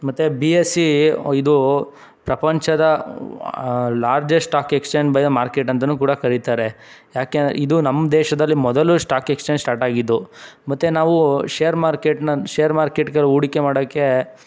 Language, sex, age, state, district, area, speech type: Kannada, male, 18-30, Karnataka, Tumkur, urban, spontaneous